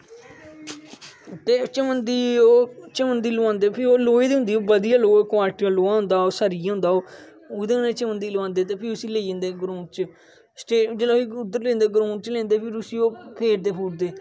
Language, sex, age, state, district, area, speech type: Dogri, male, 18-30, Jammu and Kashmir, Kathua, rural, spontaneous